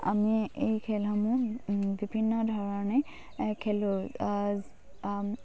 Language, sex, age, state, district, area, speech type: Assamese, female, 18-30, Assam, Dibrugarh, rural, spontaneous